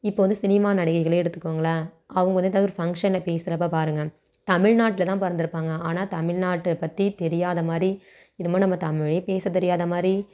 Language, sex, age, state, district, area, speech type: Tamil, female, 18-30, Tamil Nadu, Thanjavur, rural, spontaneous